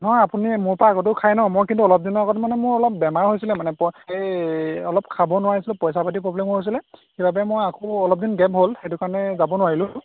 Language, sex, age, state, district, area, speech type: Assamese, male, 18-30, Assam, Golaghat, rural, conversation